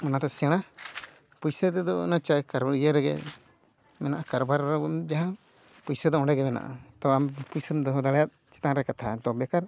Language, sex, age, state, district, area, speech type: Santali, male, 45-60, Odisha, Mayurbhanj, rural, spontaneous